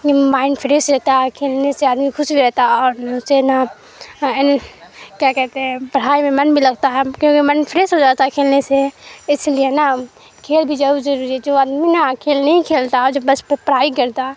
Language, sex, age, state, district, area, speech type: Urdu, female, 18-30, Bihar, Supaul, rural, spontaneous